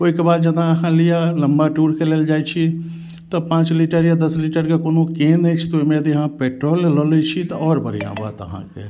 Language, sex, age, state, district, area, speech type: Maithili, male, 30-45, Bihar, Madhubani, rural, spontaneous